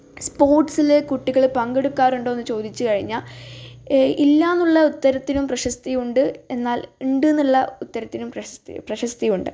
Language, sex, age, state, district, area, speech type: Malayalam, female, 30-45, Kerala, Wayanad, rural, spontaneous